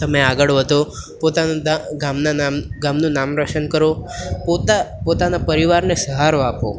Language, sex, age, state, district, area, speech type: Gujarati, male, 18-30, Gujarat, Valsad, rural, spontaneous